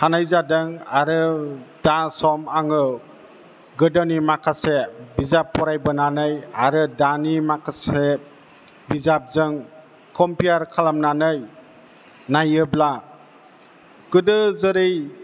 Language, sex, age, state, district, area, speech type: Bodo, male, 60+, Assam, Chirang, urban, spontaneous